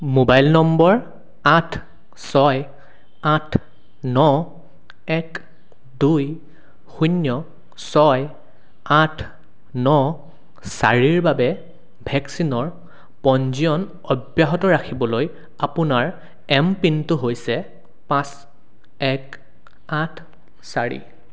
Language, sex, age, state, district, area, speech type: Assamese, male, 18-30, Assam, Sonitpur, rural, read